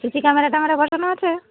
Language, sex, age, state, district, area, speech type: Bengali, female, 30-45, West Bengal, Darjeeling, urban, conversation